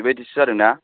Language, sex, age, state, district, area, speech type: Bodo, male, 30-45, Assam, Chirang, rural, conversation